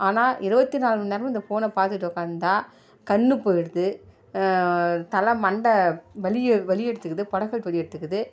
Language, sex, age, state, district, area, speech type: Tamil, female, 45-60, Tamil Nadu, Dharmapuri, rural, spontaneous